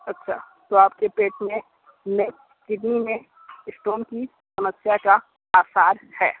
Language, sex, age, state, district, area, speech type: Hindi, male, 60+, Uttar Pradesh, Sonbhadra, rural, conversation